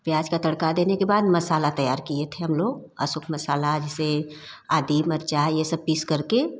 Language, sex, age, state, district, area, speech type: Hindi, female, 45-60, Uttar Pradesh, Varanasi, urban, spontaneous